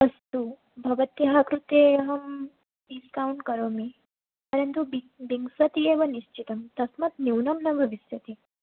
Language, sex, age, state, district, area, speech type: Sanskrit, female, 18-30, Odisha, Bhadrak, rural, conversation